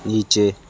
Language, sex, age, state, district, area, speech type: Hindi, male, 30-45, Uttar Pradesh, Sonbhadra, rural, read